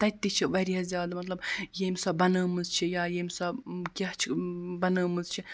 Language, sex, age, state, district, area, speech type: Kashmiri, male, 45-60, Jammu and Kashmir, Baramulla, rural, spontaneous